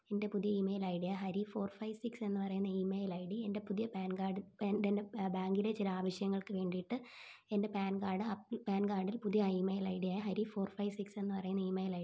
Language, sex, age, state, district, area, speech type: Malayalam, female, 18-30, Kerala, Thiruvananthapuram, rural, spontaneous